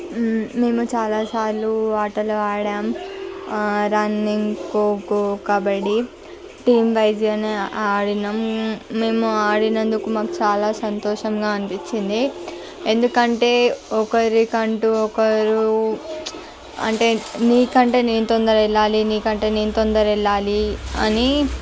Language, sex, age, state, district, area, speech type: Telugu, female, 45-60, Andhra Pradesh, Visakhapatnam, urban, spontaneous